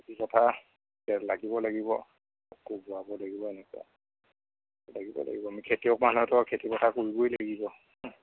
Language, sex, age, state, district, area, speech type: Assamese, male, 60+, Assam, Kamrup Metropolitan, urban, conversation